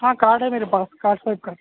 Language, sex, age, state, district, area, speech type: Urdu, male, 18-30, Telangana, Hyderabad, urban, conversation